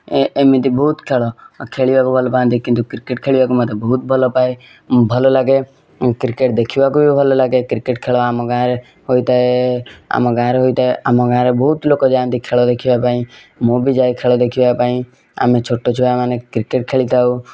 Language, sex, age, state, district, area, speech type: Odia, male, 18-30, Odisha, Kendujhar, urban, spontaneous